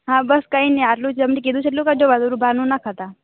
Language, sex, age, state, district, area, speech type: Gujarati, female, 18-30, Gujarat, Narmada, urban, conversation